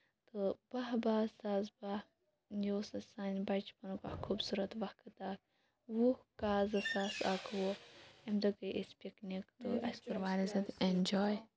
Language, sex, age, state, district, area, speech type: Kashmiri, female, 30-45, Jammu and Kashmir, Kulgam, rural, spontaneous